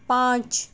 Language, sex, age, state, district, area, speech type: Urdu, female, 30-45, Delhi, South Delhi, urban, read